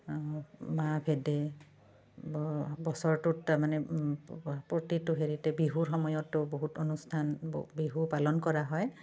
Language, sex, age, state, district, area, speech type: Assamese, female, 45-60, Assam, Barpeta, rural, spontaneous